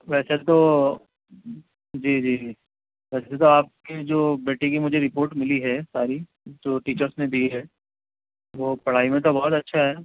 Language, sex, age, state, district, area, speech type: Urdu, male, 30-45, Delhi, Central Delhi, urban, conversation